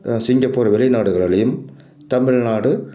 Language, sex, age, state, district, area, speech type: Tamil, male, 60+, Tamil Nadu, Tiruppur, rural, spontaneous